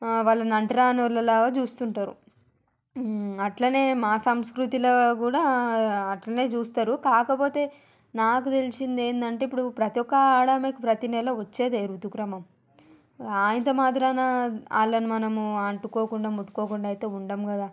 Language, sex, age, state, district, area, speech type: Telugu, female, 45-60, Telangana, Hyderabad, rural, spontaneous